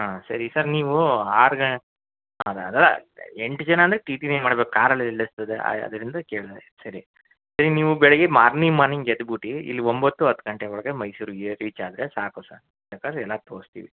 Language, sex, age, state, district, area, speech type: Kannada, male, 45-60, Karnataka, Mysore, rural, conversation